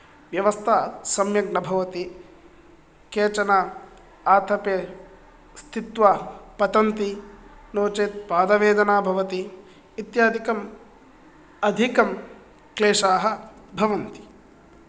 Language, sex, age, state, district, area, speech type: Sanskrit, male, 18-30, Karnataka, Dakshina Kannada, rural, spontaneous